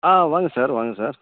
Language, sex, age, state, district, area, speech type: Tamil, male, 60+, Tamil Nadu, Tiruppur, rural, conversation